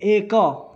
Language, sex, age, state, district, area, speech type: Odia, male, 18-30, Odisha, Jajpur, rural, read